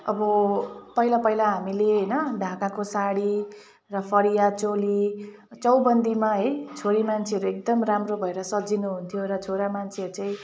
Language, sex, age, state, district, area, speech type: Nepali, female, 30-45, West Bengal, Jalpaiguri, urban, spontaneous